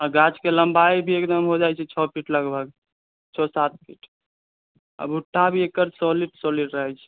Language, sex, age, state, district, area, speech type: Maithili, male, 18-30, Bihar, Purnia, rural, conversation